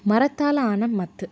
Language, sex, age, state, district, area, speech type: Tamil, female, 30-45, Tamil Nadu, Salem, urban, spontaneous